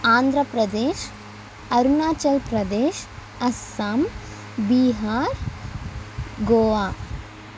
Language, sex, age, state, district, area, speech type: Telugu, female, 18-30, Telangana, Mancherial, rural, spontaneous